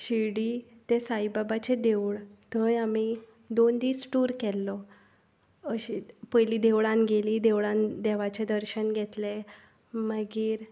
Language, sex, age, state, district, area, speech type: Goan Konkani, female, 30-45, Goa, Tiswadi, rural, spontaneous